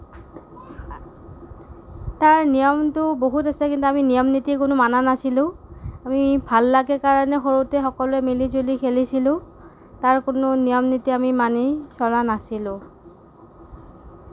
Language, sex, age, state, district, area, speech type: Assamese, female, 30-45, Assam, Kamrup Metropolitan, urban, spontaneous